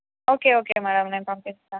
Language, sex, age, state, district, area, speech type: Telugu, female, 18-30, Andhra Pradesh, Sri Balaji, rural, conversation